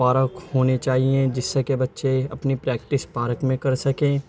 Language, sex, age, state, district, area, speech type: Urdu, male, 18-30, Delhi, East Delhi, urban, spontaneous